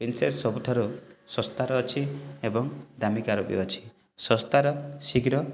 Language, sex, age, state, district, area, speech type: Odia, male, 30-45, Odisha, Kalahandi, rural, spontaneous